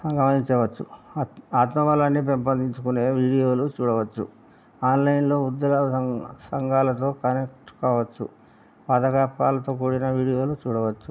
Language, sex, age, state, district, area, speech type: Telugu, male, 60+, Telangana, Hanamkonda, rural, spontaneous